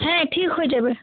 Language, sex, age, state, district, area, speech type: Bengali, female, 18-30, West Bengal, Malda, urban, conversation